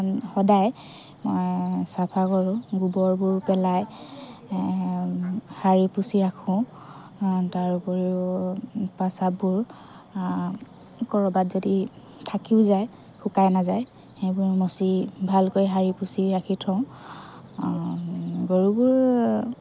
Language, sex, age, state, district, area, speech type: Assamese, female, 45-60, Assam, Dhemaji, rural, spontaneous